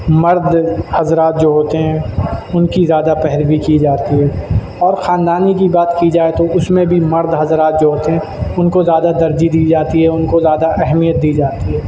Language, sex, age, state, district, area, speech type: Urdu, male, 18-30, Uttar Pradesh, Shahjahanpur, urban, spontaneous